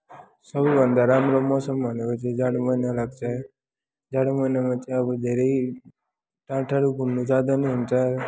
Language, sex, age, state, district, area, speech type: Nepali, male, 18-30, West Bengal, Jalpaiguri, rural, spontaneous